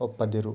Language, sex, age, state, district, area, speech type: Kannada, male, 18-30, Karnataka, Tumkur, urban, read